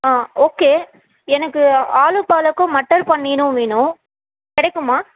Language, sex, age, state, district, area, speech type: Tamil, female, 18-30, Tamil Nadu, Ranipet, rural, conversation